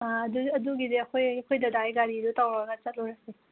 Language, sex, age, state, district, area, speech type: Manipuri, female, 18-30, Manipur, Tengnoupal, rural, conversation